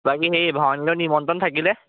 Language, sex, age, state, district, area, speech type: Assamese, male, 18-30, Assam, Majuli, urban, conversation